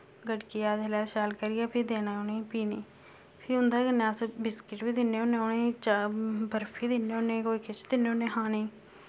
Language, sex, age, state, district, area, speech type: Dogri, female, 30-45, Jammu and Kashmir, Samba, rural, spontaneous